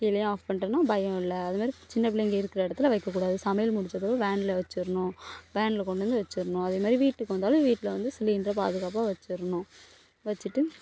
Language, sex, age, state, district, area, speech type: Tamil, female, 18-30, Tamil Nadu, Thoothukudi, urban, spontaneous